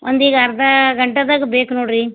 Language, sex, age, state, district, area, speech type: Kannada, female, 45-60, Karnataka, Gulbarga, urban, conversation